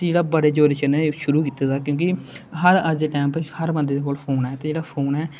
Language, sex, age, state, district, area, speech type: Dogri, male, 18-30, Jammu and Kashmir, Kathua, rural, spontaneous